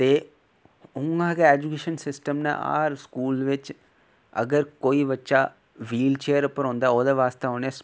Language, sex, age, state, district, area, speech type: Dogri, male, 18-30, Jammu and Kashmir, Reasi, rural, spontaneous